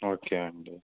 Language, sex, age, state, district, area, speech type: Telugu, male, 30-45, Telangana, Sangareddy, urban, conversation